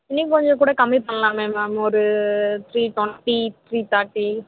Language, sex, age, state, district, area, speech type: Tamil, female, 18-30, Tamil Nadu, Vellore, urban, conversation